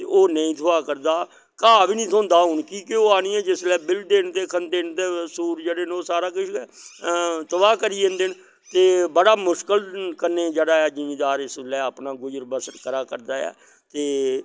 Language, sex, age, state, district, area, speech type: Dogri, male, 60+, Jammu and Kashmir, Samba, rural, spontaneous